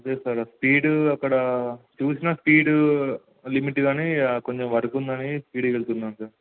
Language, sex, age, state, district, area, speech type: Telugu, male, 18-30, Telangana, Hanamkonda, urban, conversation